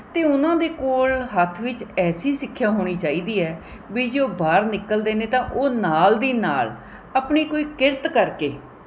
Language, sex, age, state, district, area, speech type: Punjabi, female, 45-60, Punjab, Mohali, urban, spontaneous